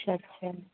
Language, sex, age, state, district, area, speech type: Urdu, female, 30-45, Uttar Pradesh, Rampur, urban, conversation